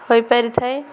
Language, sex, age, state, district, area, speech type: Odia, female, 18-30, Odisha, Ganjam, urban, spontaneous